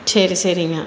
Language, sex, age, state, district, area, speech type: Tamil, female, 45-60, Tamil Nadu, Salem, urban, spontaneous